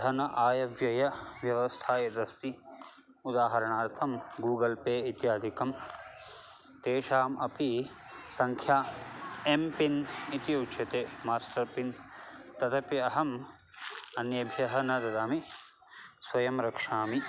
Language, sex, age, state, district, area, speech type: Sanskrit, male, 30-45, Karnataka, Bangalore Urban, urban, spontaneous